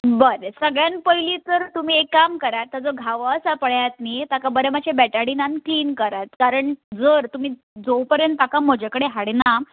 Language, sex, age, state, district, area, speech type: Goan Konkani, female, 30-45, Goa, Ponda, rural, conversation